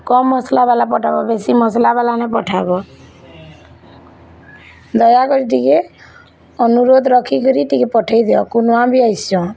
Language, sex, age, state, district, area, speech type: Odia, female, 30-45, Odisha, Bargarh, urban, spontaneous